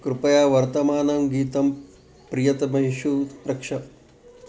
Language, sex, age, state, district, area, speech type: Sanskrit, male, 60+, Maharashtra, Wardha, urban, read